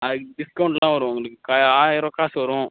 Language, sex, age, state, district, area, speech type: Tamil, male, 18-30, Tamil Nadu, Cuddalore, rural, conversation